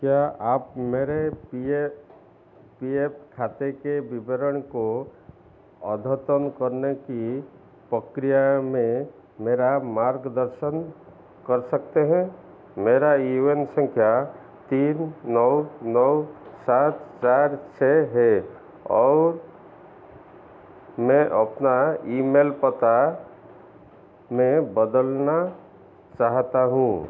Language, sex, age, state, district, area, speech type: Hindi, male, 45-60, Madhya Pradesh, Chhindwara, rural, read